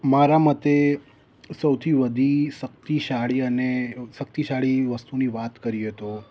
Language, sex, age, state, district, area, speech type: Gujarati, male, 18-30, Gujarat, Ahmedabad, urban, spontaneous